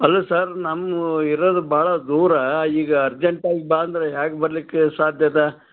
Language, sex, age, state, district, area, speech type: Kannada, male, 60+, Karnataka, Gulbarga, urban, conversation